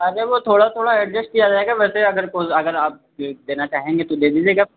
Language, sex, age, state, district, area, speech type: Hindi, male, 30-45, Uttar Pradesh, Lucknow, rural, conversation